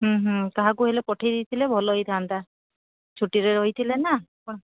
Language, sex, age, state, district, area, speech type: Odia, female, 45-60, Odisha, Sundergarh, rural, conversation